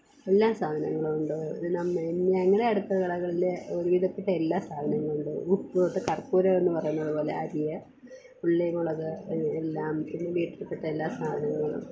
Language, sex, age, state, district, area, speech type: Malayalam, female, 30-45, Kerala, Thiruvananthapuram, rural, spontaneous